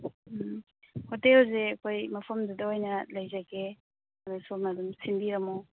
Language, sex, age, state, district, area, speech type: Manipuri, female, 45-60, Manipur, Imphal East, rural, conversation